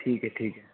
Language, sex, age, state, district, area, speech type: Marathi, male, 18-30, Maharashtra, Nanded, urban, conversation